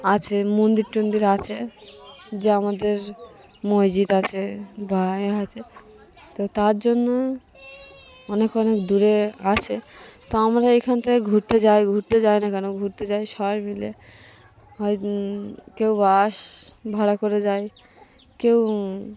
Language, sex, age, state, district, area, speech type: Bengali, female, 18-30, West Bengal, Cooch Behar, urban, spontaneous